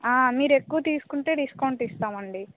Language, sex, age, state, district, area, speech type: Telugu, female, 18-30, Telangana, Bhadradri Kothagudem, rural, conversation